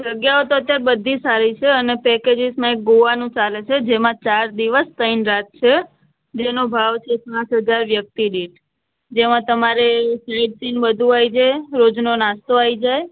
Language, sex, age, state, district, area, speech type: Gujarati, female, 18-30, Gujarat, Anand, urban, conversation